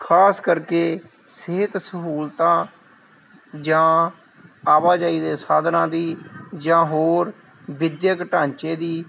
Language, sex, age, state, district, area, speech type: Punjabi, male, 45-60, Punjab, Gurdaspur, rural, spontaneous